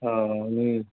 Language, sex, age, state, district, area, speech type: Marathi, male, 30-45, Maharashtra, Akola, rural, conversation